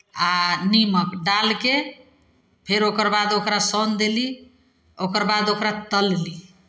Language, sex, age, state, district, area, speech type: Maithili, female, 45-60, Bihar, Samastipur, rural, spontaneous